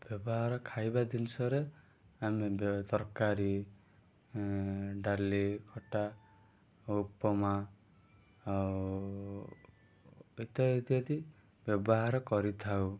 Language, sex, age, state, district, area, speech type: Odia, male, 18-30, Odisha, Kendrapara, urban, spontaneous